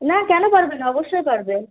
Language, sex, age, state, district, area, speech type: Bengali, female, 18-30, West Bengal, Malda, rural, conversation